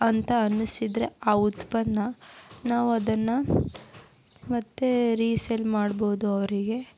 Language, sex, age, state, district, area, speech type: Kannada, female, 30-45, Karnataka, Tumkur, rural, spontaneous